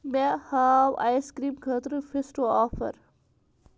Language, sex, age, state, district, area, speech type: Kashmiri, female, 30-45, Jammu and Kashmir, Bandipora, rural, read